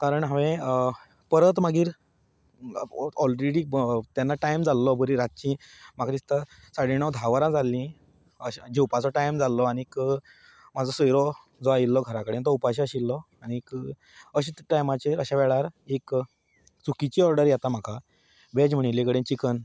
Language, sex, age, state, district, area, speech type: Goan Konkani, male, 30-45, Goa, Canacona, rural, spontaneous